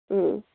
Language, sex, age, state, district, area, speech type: Sindhi, female, 30-45, Rajasthan, Ajmer, urban, conversation